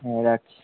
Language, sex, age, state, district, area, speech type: Bengali, male, 18-30, West Bengal, Darjeeling, urban, conversation